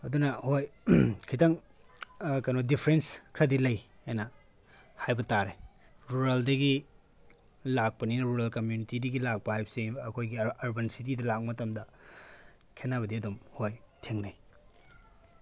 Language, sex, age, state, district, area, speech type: Manipuri, male, 18-30, Manipur, Tengnoupal, rural, spontaneous